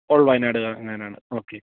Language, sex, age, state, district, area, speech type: Malayalam, male, 18-30, Kerala, Wayanad, rural, conversation